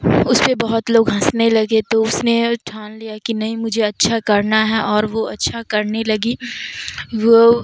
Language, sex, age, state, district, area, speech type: Urdu, female, 30-45, Bihar, Supaul, rural, spontaneous